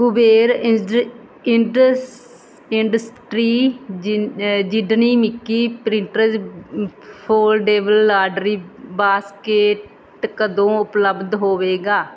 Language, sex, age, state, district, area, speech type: Punjabi, female, 30-45, Punjab, Bathinda, rural, read